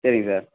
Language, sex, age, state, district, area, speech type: Tamil, male, 18-30, Tamil Nadu, Namakkal, rural, conversation